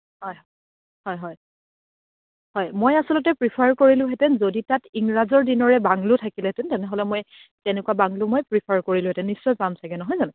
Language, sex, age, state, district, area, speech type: Assamese, female, 30-45, Assam, Dibrugarh, rural, conversation